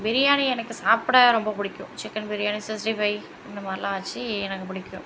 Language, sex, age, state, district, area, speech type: Tamil, female, 30-45, Tamil Nadu, Thanjavur, urban, spontaneous